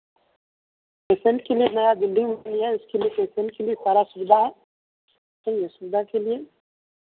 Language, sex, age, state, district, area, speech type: Hindi, male, 30-45, Bihar, Begusarai, rural, conversation